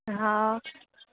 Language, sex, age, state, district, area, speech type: Gujarati, female, 18-30, Gujarat, Rajkot, rural, conversation